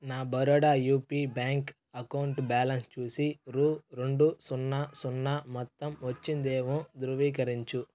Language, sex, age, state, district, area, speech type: Telugu, male, 18-30, Andhra Pradesh, Sri Balaji, rural, read